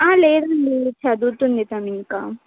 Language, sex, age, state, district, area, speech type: Telugu, female, 30-45, Andhra Pradesh, N T Rama Rao, urban, conversation